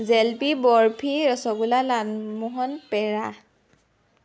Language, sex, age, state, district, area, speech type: Assamese, female, 18-30, Assam, Majuli, urban, spontaneous